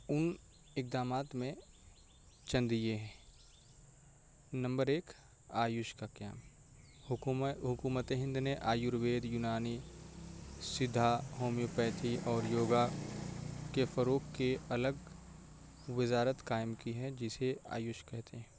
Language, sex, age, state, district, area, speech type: Urdu, male, 30-45, Uttar Pradesh, Azamgarh, rural, spontaneous